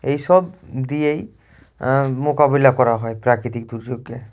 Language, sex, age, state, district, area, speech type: Bengali, male, 18-30, West Bengal, Murshidabad, urban, spontaneous